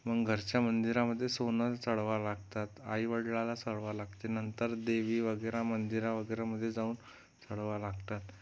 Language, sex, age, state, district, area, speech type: Marathi, male, 18-30, Maharashtra, Amravati, urban, spontaneous